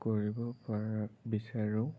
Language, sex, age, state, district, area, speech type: Assamese, male, 30-45, Assam, Sonitpur, urban, read